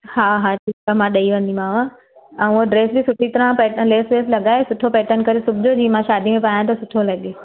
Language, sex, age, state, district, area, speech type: Sindhi, female, 30-45, Gujarat, Surat, urban, conversation